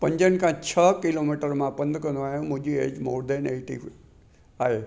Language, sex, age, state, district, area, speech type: Sindhi, male, 60+, Gujarat, Junagadh, rural, spontaneous